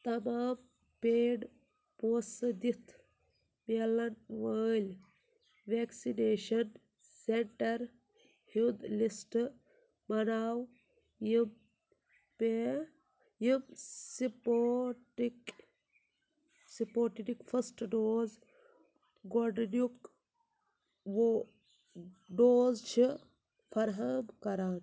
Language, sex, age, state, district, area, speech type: Kashmiri, female, 18-30, Jammu and Kashmir, Ganderbal, rural, read